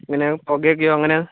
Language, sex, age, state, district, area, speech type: Malayalam, male, 18-30, Kerala, Wayanad, rural, conversation